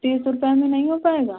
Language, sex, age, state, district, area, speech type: Hindi, female, 18-30, Uttar Pradesh, Azamgarh, rural, conversation